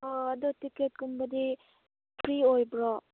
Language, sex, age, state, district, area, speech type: Manipuri, female, 18-30, Manipur, Churachandpur, rural, conversation